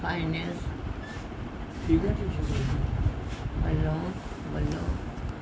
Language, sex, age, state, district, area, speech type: Punjabi, female, 60+, Punjab, Pathankot, rural, read